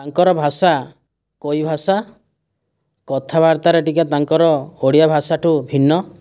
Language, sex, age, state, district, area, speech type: Odia, male, 60+, Odisha, Kandhamal, rural, spontaneous